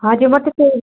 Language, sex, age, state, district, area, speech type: Odia, female, 18-30, Odisha, Kalahandi, rural, conversation